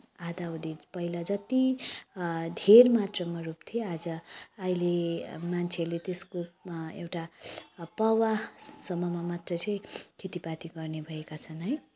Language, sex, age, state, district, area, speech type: Nepali, female, 30-45, West Bengal, Kalimpong, rural, spontaneous